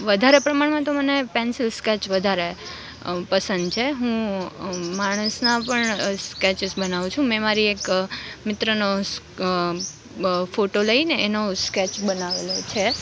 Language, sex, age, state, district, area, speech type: Gujarati, female, 18-30, Gujarat, Rajkot, urban, spontaneous